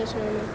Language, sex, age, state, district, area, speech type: Punjabi, female, 18-30, Punjab, Shaheed Bhagat Singh Nagar, rural, read